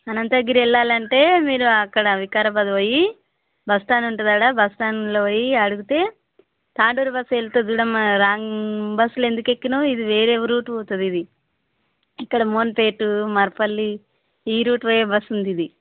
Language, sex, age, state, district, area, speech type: Telugu, female, 30-45, Telangana, Vikarabad, urban, conversation